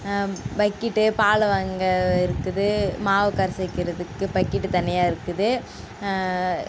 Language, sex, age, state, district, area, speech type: Tamil, female, 18-30, Tamil Nadu, Kallakurichi, urban, spontaneous